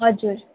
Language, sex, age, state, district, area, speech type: Nepali, female, 18-30, West Bengal, Darjeeling, rural, conversation